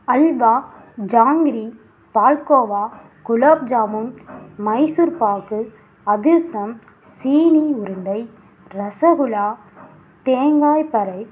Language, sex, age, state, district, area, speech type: Tamil, female, 18-30, Tamil Nadu, Ariyalur, rural, spontaneous